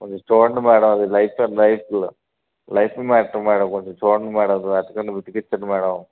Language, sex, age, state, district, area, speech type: Telugu, male, 30-45, Andhra Pradesh, Bapatla, rural, conversation